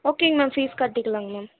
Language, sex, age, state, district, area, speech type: Tamil, female, 18-30, Tamil Nadu, Erode, rural, conversation